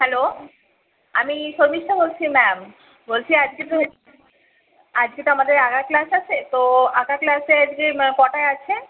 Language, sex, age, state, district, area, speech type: Bengali, female, 30-45, West Bengal, Kolkata, urban, conversation